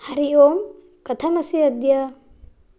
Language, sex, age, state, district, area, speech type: Sanskrit, female, 18-30, Karnataka, Bagalkot, rural, read